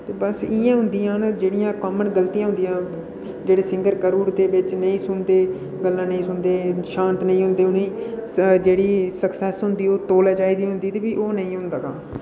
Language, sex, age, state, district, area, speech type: Dogri, male, 18-30, Jammu and Kashmir, Udhampur, rural, spontaneous